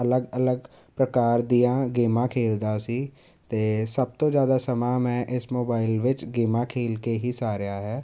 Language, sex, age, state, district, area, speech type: Punjabi, male, 18-30, Punjab, Jalandhar, urban, spontaneous